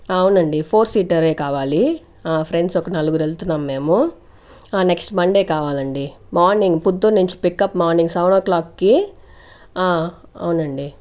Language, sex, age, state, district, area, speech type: Telugu, female, 18-30, Andhra Pradesh, Chittoor, urban, spontaneous